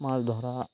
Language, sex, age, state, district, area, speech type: Bengali, male, 45-60, West Bengal, Birbhum, urban, spontaneous